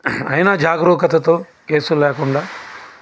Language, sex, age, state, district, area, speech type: Telugu, male, 45-60, Andhra Pradesh, Nellore, urban, spontaneous